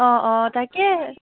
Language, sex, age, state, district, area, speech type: Assamese, female, 18-30, Assam, Biswanath, rural, conversation